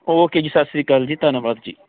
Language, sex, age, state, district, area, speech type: Punjabi, male, 30-45, Punjab, Kapurthala, rural, conversation